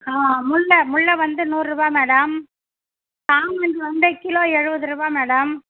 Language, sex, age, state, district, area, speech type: Tamil, female, 60+, Tamil Nadu, Mayiladuthurai, rural, conversation